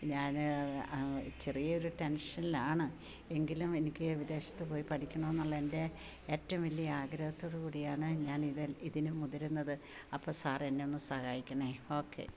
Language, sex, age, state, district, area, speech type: Malayalam, female, 60+, Kerala, Kollam, rural, spontaneous